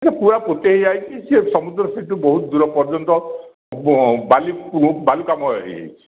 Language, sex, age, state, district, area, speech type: Odia, male, 60+, Odisha, Dhenkanal, rural, conversation